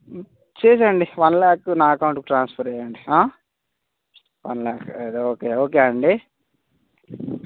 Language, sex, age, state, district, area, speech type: Telugu, male, 18-30, Telangana, Nirmal, rural, conversation